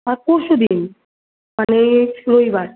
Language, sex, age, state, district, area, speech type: Bengali, female, 18-30, West Bengal, Kolkata, urban, conversation